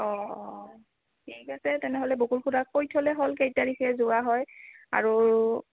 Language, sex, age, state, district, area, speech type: Assamese, female, 18-30, Assam, Goalpara, rural, conversation